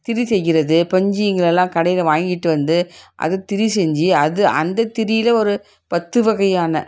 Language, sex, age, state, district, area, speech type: Tamil, female, 60+, Tamil Nadu, Krishnagiri, rural, spontaneous